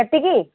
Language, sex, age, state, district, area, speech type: Odia, female, 45-60, Odisha, Angul, rural, conversation